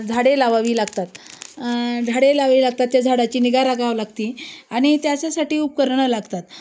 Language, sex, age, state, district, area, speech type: Marathi, female, 30-45, Maharashtra, Osmanabad, rural, spontaneous